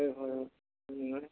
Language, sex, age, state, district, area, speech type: Manipuri, male, 60+, Manipur, Thoubal, rural, conversation